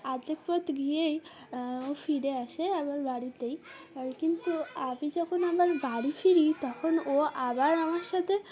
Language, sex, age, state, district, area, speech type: Bengali, female, 18-30, West Bengal, Uttar Dinajpur, urban, spontaneous